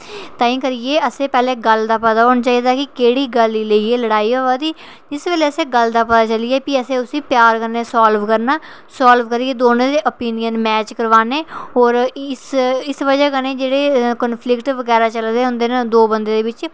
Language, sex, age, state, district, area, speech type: Dogri, female, 30-45, Jammu and Kashmir, Reasi, urban, spontaneous